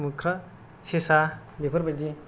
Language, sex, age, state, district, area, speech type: Bodo, male, 18-30, Assam, Kokrajhar, rural, spontaneous